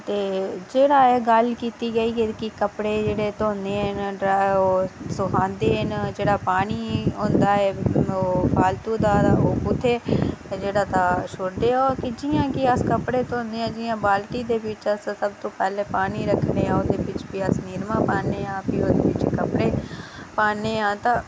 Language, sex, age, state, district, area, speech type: Dogri, female, 18-30, Jammu and Kashmir, Reasi, rural, spontaneous